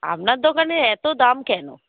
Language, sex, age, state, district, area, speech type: Bengali, female, 45-60, West Bengal, Hooghly, rural, conversation